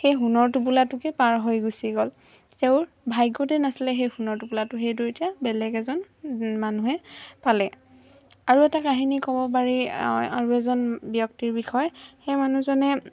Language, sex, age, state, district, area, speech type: Assamese, female, 18-30, Assam, Dhemaji, urban, spontaneous